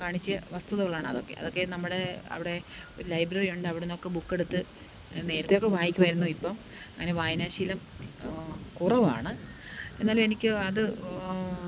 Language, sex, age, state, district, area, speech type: Malayalam, female, 45-60, Kerala, Pathanamthitta, rural, spontaneous